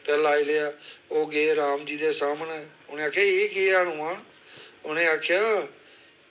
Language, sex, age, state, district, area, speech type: Dogri, male, 45-60, Jammu and Kashmir, Samba, rural, spontaneous